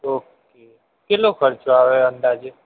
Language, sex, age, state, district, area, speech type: Gujarati, male, 60+, Gujarat, Aravalli, urban, conversation